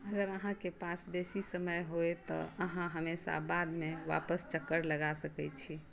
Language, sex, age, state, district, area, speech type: Maithili, female, 60+, Bihar, Madhubani, rural, read